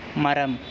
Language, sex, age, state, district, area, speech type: Tamil, male, 18-30, Tamil Nadu, Pudukkottai, rural, read